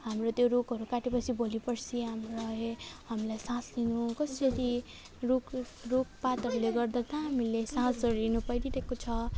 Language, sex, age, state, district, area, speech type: Nepali, female, 30-45, West Bengal, Alipurduar, urban, spontaneous